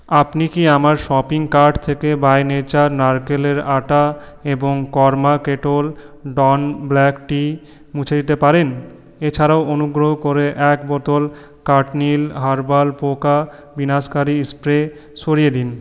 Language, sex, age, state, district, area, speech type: Bengali, male, 18-30, West Bengal, Purulia, urban, read